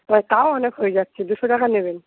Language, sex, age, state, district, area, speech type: Bengali, female, 30-45, West Bengal, Dakshin Dinajpur, urban, conversation